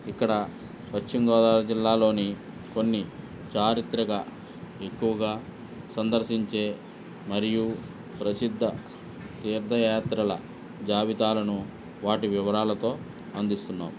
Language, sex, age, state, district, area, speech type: Telugu, male, 60+, Andhra Pradesh, Eluru, rural, spontaneous